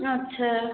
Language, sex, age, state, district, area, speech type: Maithili, female, 18-30, Bihar, Samastipur, rural, conversation